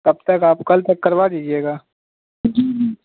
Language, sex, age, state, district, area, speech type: Urdu, male, 18-30, Bihar, Supaul, rural, conversation